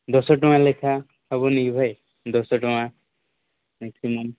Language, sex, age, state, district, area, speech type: Odia, male, 30-45, Odisha, Koraput, urban, conversation